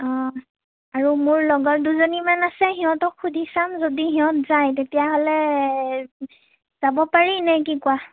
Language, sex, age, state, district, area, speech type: Assamese, female, 30-45, Assam, Nagaon, rural, conversation